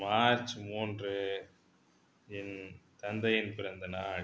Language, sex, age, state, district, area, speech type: Tamil, male, 45-60, Tamil Nadu, Pudukkottai, rural, spontaneous